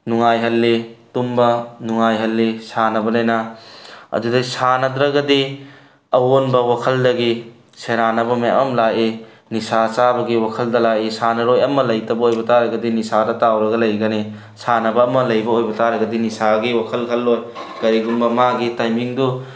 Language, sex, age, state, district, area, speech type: Manipuri, male, 18-30, Manipur, Tengnoupal, rural, spontaneous